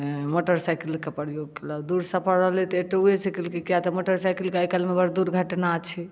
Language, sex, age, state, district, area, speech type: Maithili, female, 60+, Bihar, Madhubani, urban, spontaneous